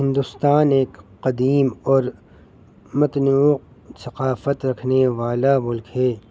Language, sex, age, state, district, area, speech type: Urdu, male, 30-45, Delhi, North East Delhi, urban, spontaneous